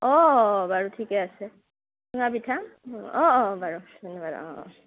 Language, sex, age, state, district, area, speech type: Assamese, female, 18-30, Assam, Darrang, rural, conversation